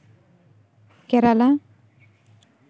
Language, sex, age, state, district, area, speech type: Santali, female, 18-30, West Bengal, Jhargram, rural, spontaneous